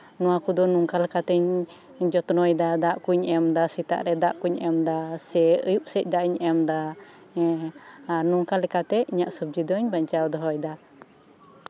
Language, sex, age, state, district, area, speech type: Santali, female, 30-45, West Bengal, Birbhum, rural, spontaneous